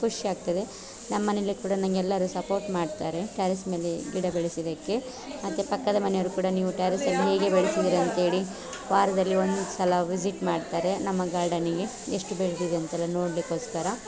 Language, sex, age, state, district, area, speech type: Kannada, female, 30-45, Karnataka, Dakshina Kannada, rural, spontaneous